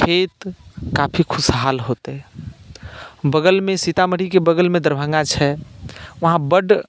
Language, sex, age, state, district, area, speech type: Maithili, male, 45-60, Bihar, Sitamarhi, rural, spontaneous